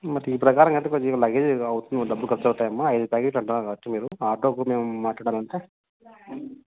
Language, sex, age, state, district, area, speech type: Telugu, male, 30-45, Andhra Pradesh, Nandyal, rural, conversation